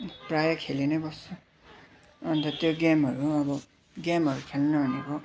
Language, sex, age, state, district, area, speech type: Nepali, male, 18-30, West Bengal, Darjeeling, rural, spontaneous